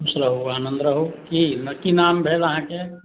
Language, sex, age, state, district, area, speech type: Maithili, male, 45-60, Bihar, Sitamarhi, urban, conversation